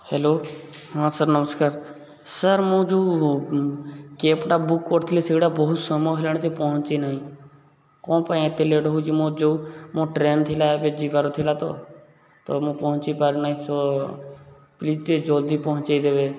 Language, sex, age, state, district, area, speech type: Odia, male, 18-30, Odisha, Subarnapur, urban, spontaneous